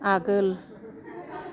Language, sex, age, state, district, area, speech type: Bodo, female, 60+, Assam, Kokrajhar, rural, read